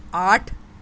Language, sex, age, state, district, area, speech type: Urdu, male, 30-45, Delhi, South Delhi, urban, read